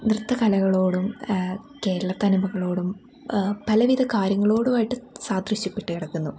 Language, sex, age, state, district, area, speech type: Malayalam, female, 18-30, Kerala, Wayanad, rural, spontaneous